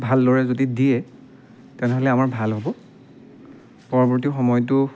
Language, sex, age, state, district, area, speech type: Assamese, male, 30-45, Assam, Dibrugarh, rural, spontaneous